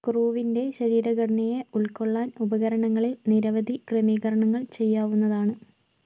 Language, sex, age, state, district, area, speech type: Malayalam, female, 45-60, Kerala, Kozhikode, urban, read